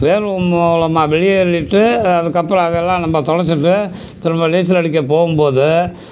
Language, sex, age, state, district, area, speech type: Tamil, male, 60+, Tamil Nadu, Tiruchirappalli, rural, spontaneous